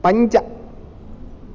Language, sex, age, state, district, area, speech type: Sanskrit, male, 18-30, Karnataka, Uttara Kannada, rural, read